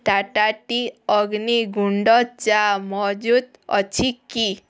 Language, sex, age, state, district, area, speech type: Odia, female, 18-30, Odisha, Bargarh, urban, read